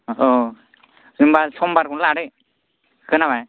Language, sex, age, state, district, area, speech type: Bodo, male, 18-30, Assam, Kokrajhar, rural, conversation